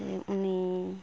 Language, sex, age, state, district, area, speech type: Santali, female, 18-30, West Bengal, Purulia, rural, spontaneous